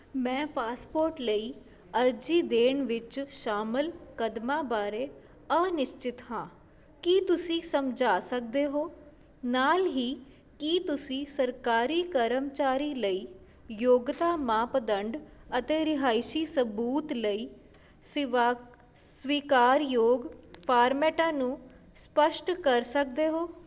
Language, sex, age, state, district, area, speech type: Punjabi, female, 18-30, Punjab, Ludhiana, urban, read